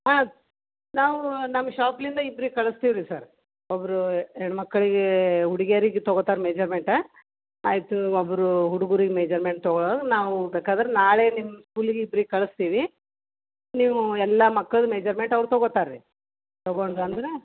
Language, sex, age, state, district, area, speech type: Kannada, female, 30-45, Karnataka, Gulbarga, urban, conversation